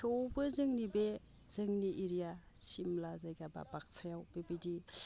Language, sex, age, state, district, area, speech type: Bodo, female, 45-60, Assam, Baksa, rural, spontaneous